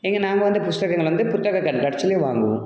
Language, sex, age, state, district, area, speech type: Tamil, male, 18-30, Tamil Nadu, Dharmapuri, rural, spontaneous